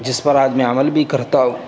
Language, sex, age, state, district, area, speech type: Urdu, male, 18-30, Uttar Pradesh, Saharanpur, urban, spontaneous